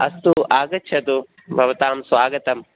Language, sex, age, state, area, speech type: Sanskrit, male, 18-30, Rajasthan, urban, conversation